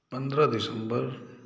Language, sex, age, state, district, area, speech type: Maithili, male, 60+, Bihar, Saharsa, urban, spontaneous